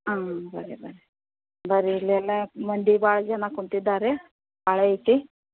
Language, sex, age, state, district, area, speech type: Kannada, female, 30-45, Karnataka, Dharwad, rural, conversation